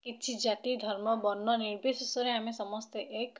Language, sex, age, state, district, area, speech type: Odia, female, 18-30, Odisha, Bhadrak, rural, spontaneous